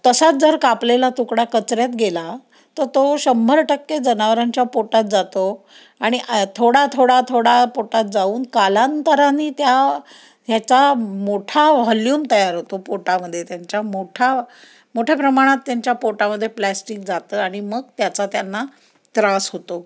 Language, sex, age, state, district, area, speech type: Marathi, female, 60+, Maharashtra, Pune, urban, spontaneous